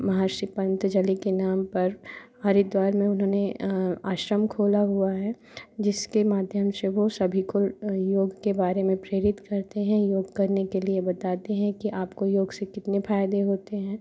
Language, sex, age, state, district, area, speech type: Hindi, female, 30-45, Madhya Pradesh, Katni, urban, spontaneous